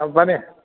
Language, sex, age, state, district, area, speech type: Manipuri, male, 60+, Manipur, Thoubal, rural, conversation